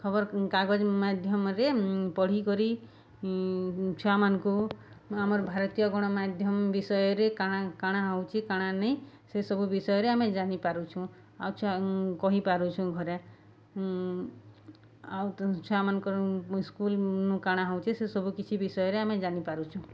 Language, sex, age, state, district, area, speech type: Odia, female, 30-45, Odisha, Bargarh, rural, spontaneous